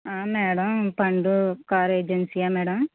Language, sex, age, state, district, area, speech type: Telugu, female, 60+, Andhra Pradesh, Kakinada, rural, conversation